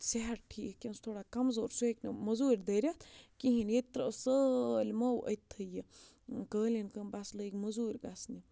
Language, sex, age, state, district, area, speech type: Kashmiri, female, 45-60, Jammu and Kashmir, Budgam, rural, spontaneous